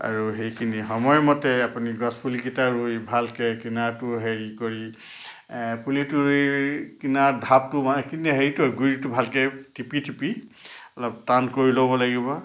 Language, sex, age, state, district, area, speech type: Assamese, male, 60+, Assam, Lakhimpur, urban, spontaneous